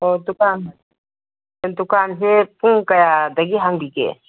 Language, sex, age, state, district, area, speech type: Manipuri, female, 60+, Manipur, Kangpokpi, urban, conversation